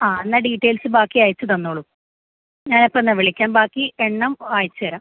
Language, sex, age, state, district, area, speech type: Malayalam, female, 18-30, Kerala, Thrissur, rural, conversation